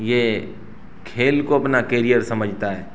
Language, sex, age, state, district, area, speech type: Urdu, male, 30-45, Uttar Pradesh, Saharanpur, urban, spontaneous